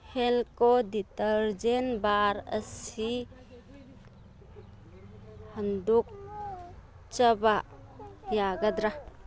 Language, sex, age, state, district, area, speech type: Manipuri, female, 30-45, Manipur, Churachandpur, rural, read